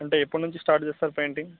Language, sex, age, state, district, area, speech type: Telugu, male, 18-30, Telangana, Khammam, urban, conversation